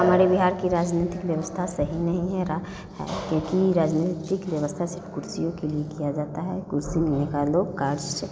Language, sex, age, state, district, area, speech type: Hindi, female, 30-45, Bihar, Vaishali, urban, spontaneous